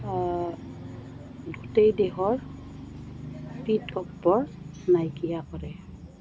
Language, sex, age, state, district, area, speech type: Assamese, female, 45-60, Assam, Goalpara, urban, spontaneous